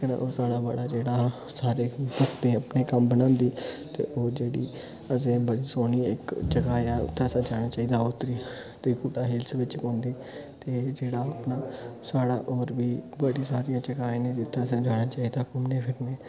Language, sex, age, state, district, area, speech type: Dogri, male, 18-30, Jammu and Kashmir, Udhampur, urban, spontaneous